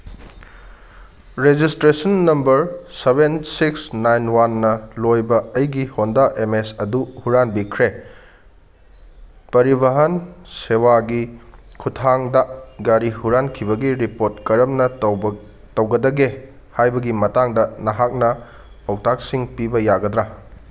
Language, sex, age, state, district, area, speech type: Manipuri, male, 30-45, Manipur, Kangpokpi, urban, read